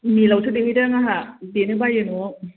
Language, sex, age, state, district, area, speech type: Bodo, female, 30-45, Assam, Chirang, urban, conversation